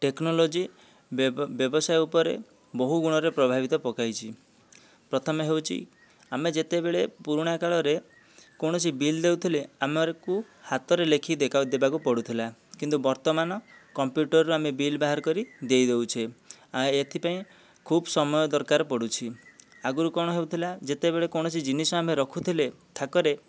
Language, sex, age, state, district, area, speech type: Odia, male, 30-45, Odisha, Dhenkanal, rural, spontaneous